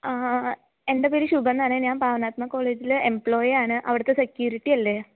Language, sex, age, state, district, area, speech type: Malayalam, female, 18-30, Kerala, Idukki, rural, conversation